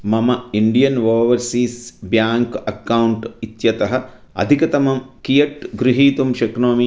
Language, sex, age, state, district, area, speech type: Sanskrit, male, 45-60, Andhra Pradesh, Krishna, urban, read